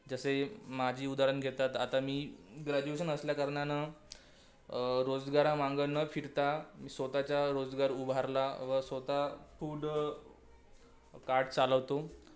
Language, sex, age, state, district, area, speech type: Marathi, male, 18-30, Maharashtra, Wardha, urban, spontaneous